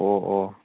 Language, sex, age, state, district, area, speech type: Manipuri, male, 30-45, Manipur, Chandel, rural, conversation